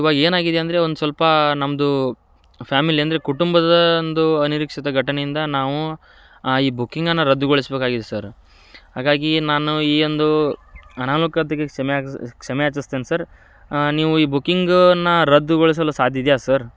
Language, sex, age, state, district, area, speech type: Kannada, male, 30-45, Karnataka, Dharwad, rural, spontaneous